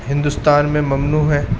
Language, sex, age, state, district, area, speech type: Urdu, male, 30-45, Uttar Pradesh, Muzaffarnagar, urban, spontaneous